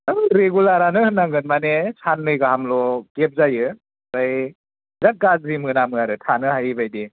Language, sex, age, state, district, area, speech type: Bodo, male, 30-45, Assam, Chirang, rural, conversation